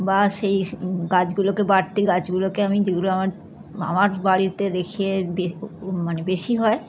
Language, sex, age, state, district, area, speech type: Bengali, female, 60+, West Bengal, Howrah, urban, spontaneous